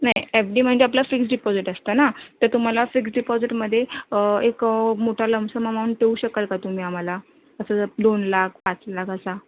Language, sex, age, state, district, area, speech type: Marathi, female, 45-60, Maharashtra, Thane, rural, conversation